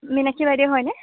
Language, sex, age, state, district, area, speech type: Assamese, female, 18-30, Assam, Jorhat, urban, conversation